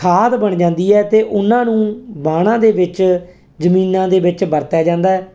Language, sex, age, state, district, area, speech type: Punjabi, male, 30-45, Punjab, Mansa, urban, spontaneous